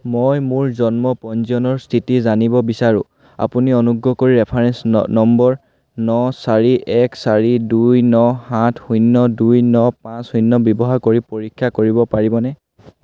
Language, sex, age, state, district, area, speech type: Assamese, male, 18-30, Assam, Sivasagar, rural, read